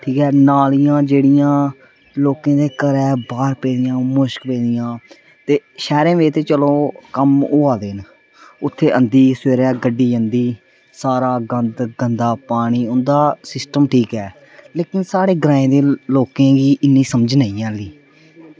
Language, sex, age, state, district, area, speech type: Dogri, male, 18-30, Jammu and Kashmir, Samba, rural, spontaneous